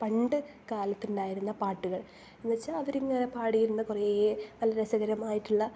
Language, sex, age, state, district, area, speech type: Malayalam, female, 18-30, Kerala, Thrissur, urban, spontaneous